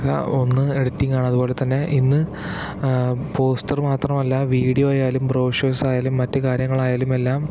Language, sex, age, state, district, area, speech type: Malayalam, male, 18-30, Kerala, Palakkad, rural, spontaneous